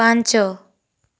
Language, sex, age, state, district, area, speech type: Odia, female, 18-30, Odisha, Boudh, rural, read